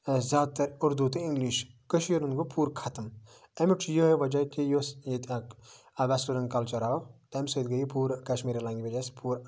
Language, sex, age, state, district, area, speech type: Kashmiri, male, 30-45, Jammu and Kashmir, Budgam, rural, spontaneous